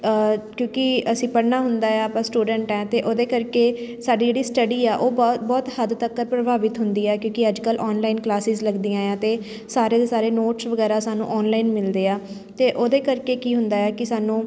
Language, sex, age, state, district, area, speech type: Punjabi, female, 30-45, Punjab, Shaheed Bhagat Singh Nagar, urban, spontaneous